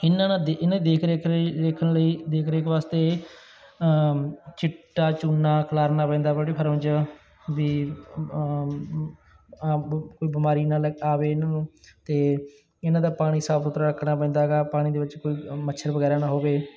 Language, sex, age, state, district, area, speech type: Punjabi, male, 30-45, Punjab, Bathinda, urban, spontaneous